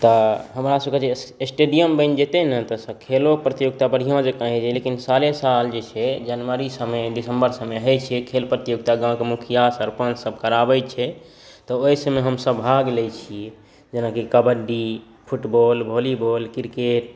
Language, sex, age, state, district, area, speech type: Maithili, male, 18-30, Bihar, Saharsa, rural, spontaneous